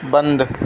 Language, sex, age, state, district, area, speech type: Urdu, male, 18-30, Delhi, North West Delhi, urban, read